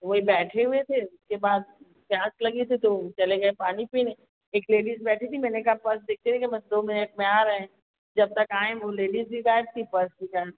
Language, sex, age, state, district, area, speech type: Hindi, female, 60+, Uttar Pradesh, Azamgarh, rural, conversation